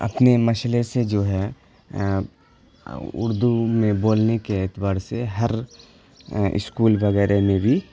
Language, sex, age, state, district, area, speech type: Urdu, male, 18-30, Bihar, Khagaria, rural, spontaneous